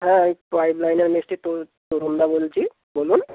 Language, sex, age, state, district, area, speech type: Bengali, male, 18-30, West Bengal, Bankura, urban, conversation